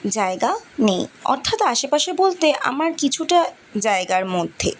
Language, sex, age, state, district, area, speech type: Bengali, female, 18-30, West Bengal, Kolkata, urban, spontaneous